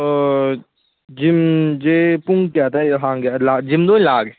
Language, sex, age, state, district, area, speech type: Manipuri, male, 18-30, Manipur, Kangpokpi, urban, conversation